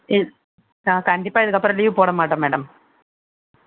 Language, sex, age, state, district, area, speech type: Tamil, female, 18-30, Tamil Nadu, Vellore, urban, conversation